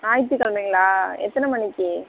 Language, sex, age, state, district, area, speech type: Tamil, female, 60+, Tamil Nadu, Tiruvarur, urban, conversation